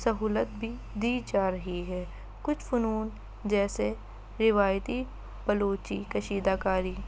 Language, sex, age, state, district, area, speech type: Urdu, female, 18-30, Delhi, North East Delhi, urban, spontaneous